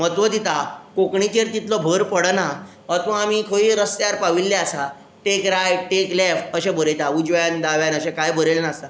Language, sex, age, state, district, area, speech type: Goan Konkani, male, 18-30, Goa, Tiswadi, rural, spontaneous